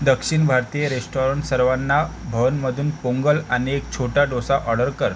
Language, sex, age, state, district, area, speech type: Marathi, male, 30-45, Maharashtra, Akola, rural, read